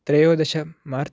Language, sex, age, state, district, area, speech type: Sanskrit, male, 18-30, Karnataka, Uttara Kannada, urban, spontaneous